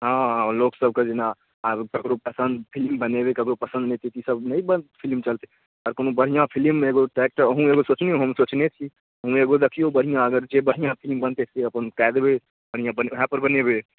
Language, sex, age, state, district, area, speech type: Maithili, male, 18-30, Bihar, Darbhanga, urban, conversation